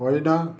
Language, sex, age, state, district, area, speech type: Nepali, male, 60+, West Bengal, Kalimpong, rural, read